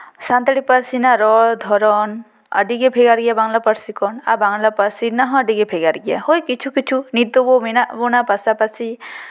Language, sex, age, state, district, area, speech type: Santali, female, 18-30, West Bengal, Purba Bardhaman, rural, spontaneous